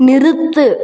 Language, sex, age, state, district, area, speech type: Tamil, female, 30-45, Tamil Nadu, Cuddalore, rural, read